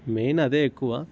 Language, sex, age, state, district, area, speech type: Telugu, male, 18-30, Telangana, Ranga Reddy, urban, spontaneous